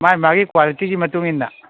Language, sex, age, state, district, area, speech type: Manipuri, male, 45-60, Manipur, Kangpokpi, urban, conversation